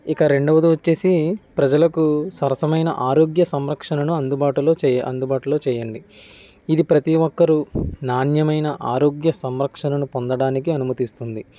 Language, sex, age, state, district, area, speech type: Telugu, male, 30-45, Andhra Pradesh, Kakinada, rural, spontaneous